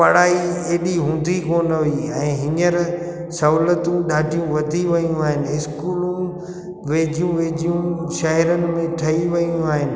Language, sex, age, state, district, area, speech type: Sindhi, male, 45-60, Gujarat, Junagadh, rural, spontaneous